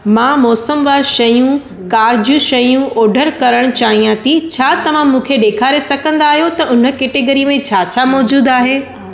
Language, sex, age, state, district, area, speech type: Sindhi, female, 30-45, Gujarat, Surat, urban, read